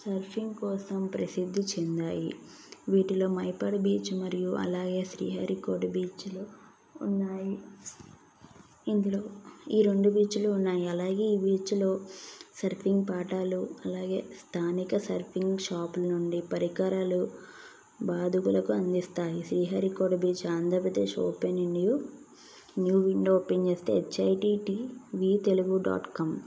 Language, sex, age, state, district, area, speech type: Telugu, female, 18-30, Andhra Pradesh, N T Rama Rao, urban, spontaneous